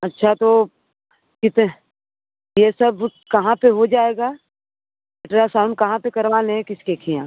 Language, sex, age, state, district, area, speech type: Hindi, female, 30-45, Uttar Pradesh, Mirzapur, rural, conversation